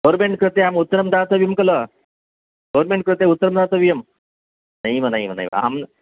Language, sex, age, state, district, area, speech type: Sanskrit, male, 60+, Karnataka, Shimoga, urban, conversation